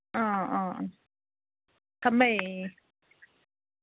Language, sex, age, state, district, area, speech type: Manipuri, female, 30-45, Manipur, Senapati, urban, conversation